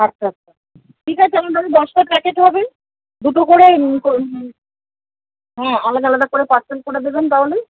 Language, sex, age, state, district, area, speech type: Bengali, female, 30-45, West Bengal, Howrah, urban, conversation